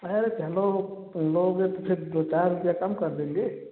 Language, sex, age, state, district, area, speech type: Hindi, male, 30-45, Uttar Pradesh, Prayagraj, rural, conversation